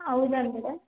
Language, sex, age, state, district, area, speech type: Kannada, female, 18-30, Karnataka, Mandya, rural, conversation